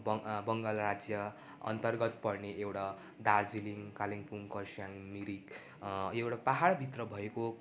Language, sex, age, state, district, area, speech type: Nepali, male, 18-30, West Bengal, Darjeeling, rural, spontaneous